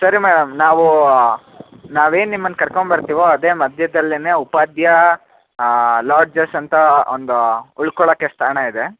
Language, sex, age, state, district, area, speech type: Kannada, male, 18-30, Karnataka, Chitradurga, urban, conversation